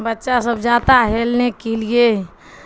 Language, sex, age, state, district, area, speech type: Urdu, female, 60+, Bihar, Darbhanga, rural, spontaneous